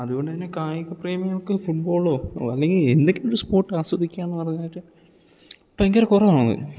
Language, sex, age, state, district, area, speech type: Malayalam, male, 18-30, Kerala, Idukki, rural, spontaneous